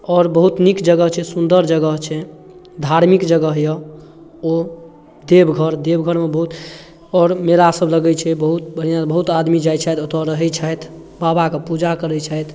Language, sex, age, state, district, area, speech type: Maithili, male, 18-30, Bihar, Darbhanga, rural, spontaneous